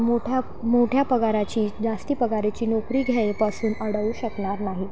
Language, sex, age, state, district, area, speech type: Marathi, female, 18-30, Maharashtra, Nashik, urban, spontaneous